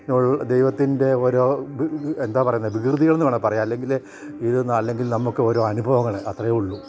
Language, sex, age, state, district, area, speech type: Malayalam, male, 60+, Kerala, Kottayam, rural, spontaneous